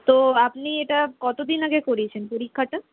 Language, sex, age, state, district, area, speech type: Bengali, female, 30-45, West Bengal, Purulia, urban, conversation